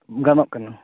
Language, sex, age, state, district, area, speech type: Santali, male, 45-60, West Bengal, Purulia, rural, conversation